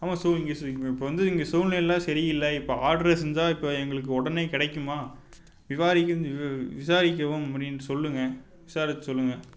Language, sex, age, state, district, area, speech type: Tamil, male, 18-30, Tamil Nadu, Tiruppur, rural, spontaneous